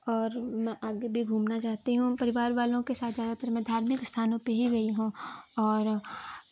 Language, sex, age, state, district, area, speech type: Hindi, female, 18-30, Uttar Pradesh, Chandauli, urban, spontaneous